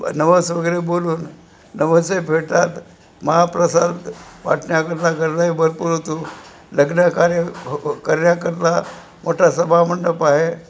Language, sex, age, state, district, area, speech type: Marathi, male, 60+, Maharashtra, Nanded, rural, spontaneous